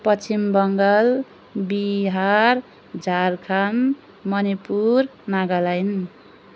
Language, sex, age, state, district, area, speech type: Nepali, female, 18-30, West Bengal, Darjeeling, rural, spontaneous